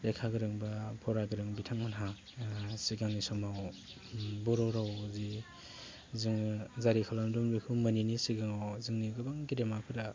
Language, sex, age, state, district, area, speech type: Bodo, male, 30-45, Assam, Baksa, urban, spontaneous